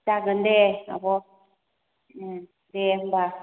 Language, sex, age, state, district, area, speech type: Bodo, female, 30-45, Assam, Kokrajhar, urban, conversation